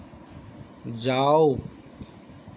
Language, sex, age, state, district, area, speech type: Assamese, male, 30-45, Assam, Lakhimpur, rural, read